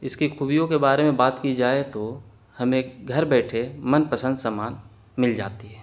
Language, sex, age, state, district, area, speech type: Urdu, male, 18-30, Bihar, Gaya, urban, spontaneous